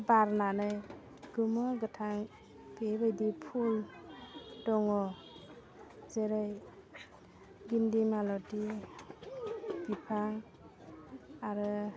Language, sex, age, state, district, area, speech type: Bodo, female, 30-45, Assam, Udalguri, urban, spontaneous